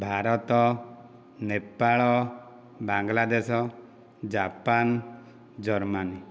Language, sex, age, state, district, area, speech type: Odia, male, 45-60, Odisha, Dhenkanal, rural, spontaneous